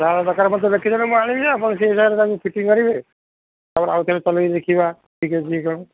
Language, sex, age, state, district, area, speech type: Odia, male, 60+, Odisha, Gajapati, rural, conversation